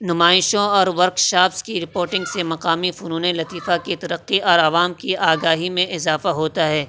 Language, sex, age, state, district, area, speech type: Urdu, male, 18-30, Uttar Pradesh, Saharanpur, urban, spontaneous